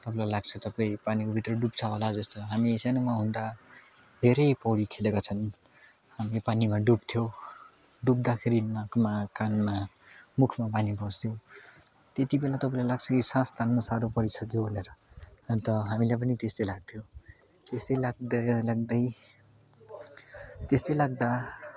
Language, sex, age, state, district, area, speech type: Nepali, male, 18-30, West Bengal, Darjeeling, urban, spontaneous